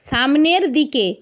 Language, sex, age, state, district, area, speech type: Bengali, female, 60+, West Bengal, Nadia, rural, read